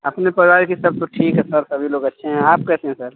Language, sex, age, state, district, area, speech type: Hindi, male, 30-45, Uttar Pradesh, Azamgarh, rural, conversation